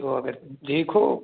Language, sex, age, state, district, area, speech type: Hindi, male, 60+, Madhya Pradesh, Gwalior, rural, conversation